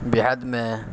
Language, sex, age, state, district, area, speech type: Urdu, male, 30-45, Uttar Pradesh, Gautam Buddha Nagar, urban, spontaneous